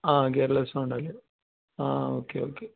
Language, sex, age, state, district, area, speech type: Malayalam, male, 30-45, Kerala, Malappuram, rural, conversation